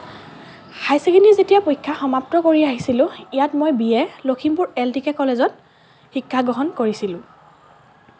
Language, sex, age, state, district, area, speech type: Assamese, female, 18-30, Assam, Lakhimpur, urban, spontaneous